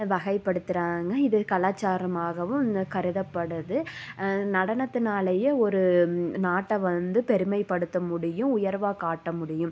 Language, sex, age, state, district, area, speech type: Tamil, female, 18-30, Tamil Nadu, Tiruppur, rural, spontaneous